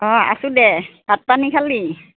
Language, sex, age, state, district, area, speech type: Assamese, female, 45-60, Assam, Goalpara, urban, conversation